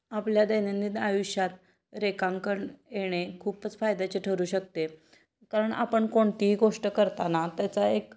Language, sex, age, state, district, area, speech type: Marathi, female, 30-45, Maharashtra, Kolhapur, urban, spontaneous